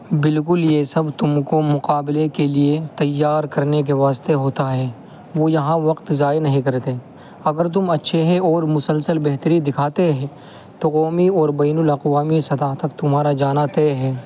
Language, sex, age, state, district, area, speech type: Urdu, male, 18-30, Uttar Pradesh, Muzaffarnagar, urban, read